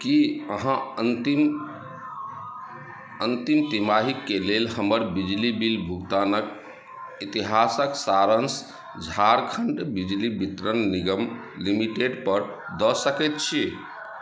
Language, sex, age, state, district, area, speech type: Maithili, male, 45-60, Bihar, Madhubani, rural, read